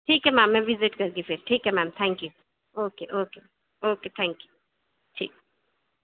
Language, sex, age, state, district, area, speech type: Dogri, female, 30-45, Jammu and Kashmir, Udhampur, urban, conversation